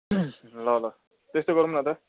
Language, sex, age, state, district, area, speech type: Nepali, male, 30-45, West Bengal, Jalpaiguri, rural, conversation